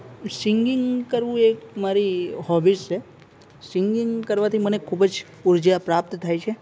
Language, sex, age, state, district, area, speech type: Gujarati, male, 30-45, Gujarat, Narmada, urban, spontaneous